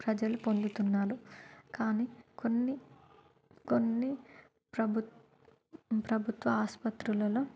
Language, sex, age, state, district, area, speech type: Telugu, female, 30-45, Telangana, Warangal, urban, spontaneous